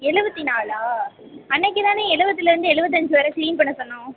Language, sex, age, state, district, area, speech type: Tamil, female, 30-45, Tamil Nadu, Pudukkottai, rural, conversation